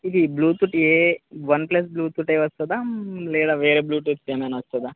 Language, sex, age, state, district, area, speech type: Telugu, male, 18-30, Telangana, Khammam, urban, conversation